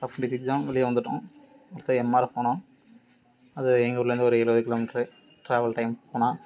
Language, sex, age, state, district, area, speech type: Tamil, male, 18-30, Tamil Nadu, Ariyalur, rural, spontaneous